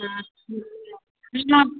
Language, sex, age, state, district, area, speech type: Hindi, female, 30-45, Bihar, Begusarai, rural, conversation